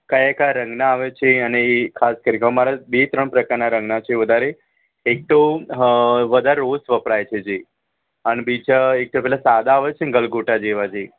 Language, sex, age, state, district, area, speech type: Gujarati, male, 30-45, Gujarat, Ahmedabad, urban, conversation